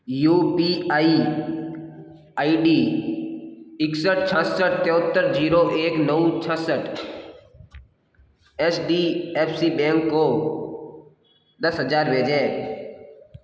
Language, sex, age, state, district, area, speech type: Hindi, male, 60+, Rajasthan, Jodhpur, urban, read